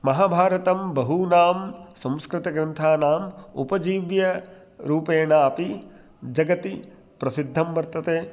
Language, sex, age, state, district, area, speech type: Sanskrit, male, 45-60, Madhya Pradesh, Indore, rural, spontaneous